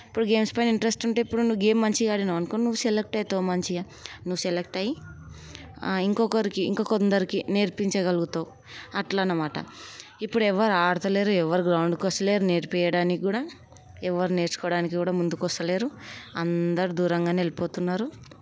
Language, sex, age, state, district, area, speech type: Telugu, female, 18-30, Telangana, Hyderabad, urban, spontaneous